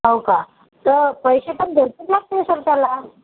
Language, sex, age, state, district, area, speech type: Marathi, female, 18-30, Maharashtra, Jalna, urban, conversation